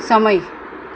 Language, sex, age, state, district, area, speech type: Gujarati, female, 45-60, Gujarat, Kheda, rural, read